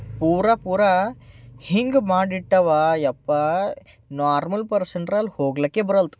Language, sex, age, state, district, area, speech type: Kannada, male, 18-30, Karnataka, Bidar, urban, spontaneous